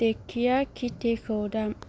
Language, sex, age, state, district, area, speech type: Bodo, female, 18-30, Assam, Kokrajhar, rural, read